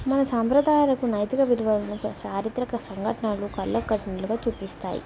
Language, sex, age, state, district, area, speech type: Telugu, female, 18-30, Telangana, Warangal, rural, spontaneous